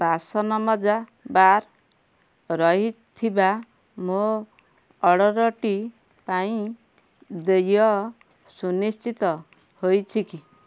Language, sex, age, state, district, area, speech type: Odia, female, 60+, Odisha, Kendujhar, urban, read